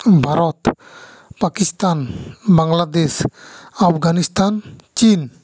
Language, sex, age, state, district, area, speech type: Santali, male, 30-45, West Bengal, Bankura, rural, spontaneous